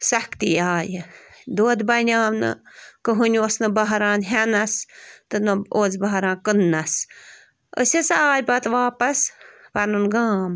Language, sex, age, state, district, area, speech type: Kashmiri, female, 18-30, Jammu and Kashmir, Bandipora, rural, spontaneous